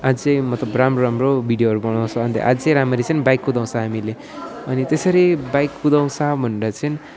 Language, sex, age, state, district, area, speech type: Nepali, male, 18-30, West Bengal, Alipurduar, urban, spontaneous